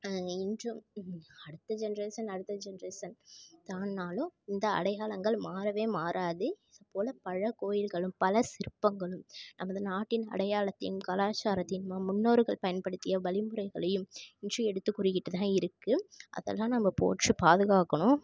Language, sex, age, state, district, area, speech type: Tamil, female, 18-30, Tamil Nadu, Tiruvarur, rural, spontaneous